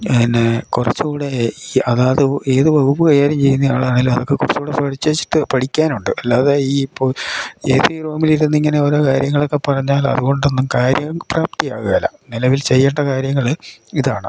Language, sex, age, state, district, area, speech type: Malayalam, male, 60+, Kerala, Idukki, rural, spontaneous